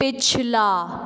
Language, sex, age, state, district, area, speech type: Hindi, female, 18-30, Rajasthan, Jodhpur, urban, read